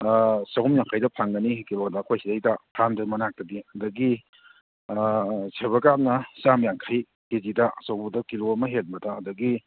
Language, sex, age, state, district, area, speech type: Manipuri, male, 60+, Manipur, Thoubal, rural, conversation